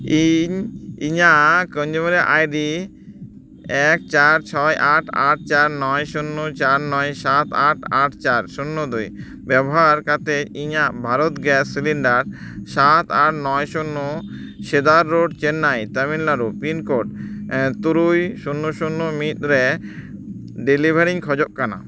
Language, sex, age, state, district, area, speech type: Santali, male, 30-45, West Bengal, Dakshin Dinajpur, rural, read